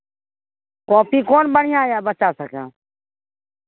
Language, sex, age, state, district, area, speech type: Maithili, female, 60+, Bihar, Madhepura, rural, conversation